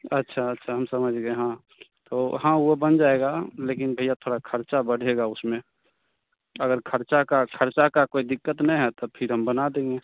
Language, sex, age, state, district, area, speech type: Hindi, male, 18-30, Bihar, Begusarai, rural, conversation